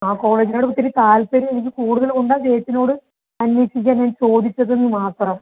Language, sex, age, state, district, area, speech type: Malayalam, female, 45-60, Kerala, Palakkad, rural, conversation